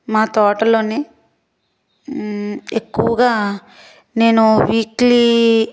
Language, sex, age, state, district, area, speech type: Telugu, female, 18-30, Andhra Pradesh, Palnadu, urban, spontaneous